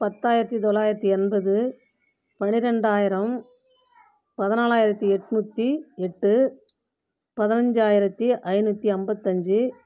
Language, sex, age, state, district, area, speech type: Tamil, female, 45-60, Tamil Nadu, Viluppuram, rural, spontaneous